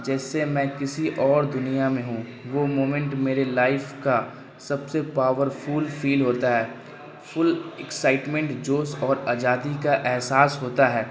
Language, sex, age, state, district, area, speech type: Urdu, male, 18-30, Bihar, Darbhanga, urban, spontaneous